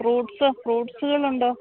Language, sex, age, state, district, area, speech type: Malayalam, female, 60+, Kerala, Idukki, rural, conversation